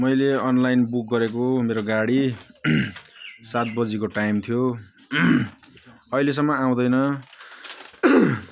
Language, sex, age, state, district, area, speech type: Nepali, male, 30-45, West Bengal, Jalpaiguri, urban, spontaneous